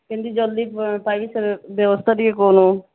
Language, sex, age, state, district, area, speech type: Odia, female, 45-60, Odisha, Sambalpur, rural, conversation